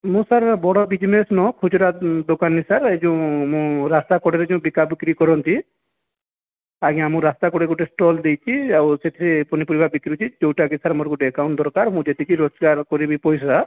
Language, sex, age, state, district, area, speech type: Odia, male, 18-30, Odisha, Nayagarh, rural, conversation